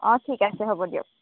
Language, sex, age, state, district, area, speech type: Assamese, female, 18-30, Assam, Golaghat, rural, conversation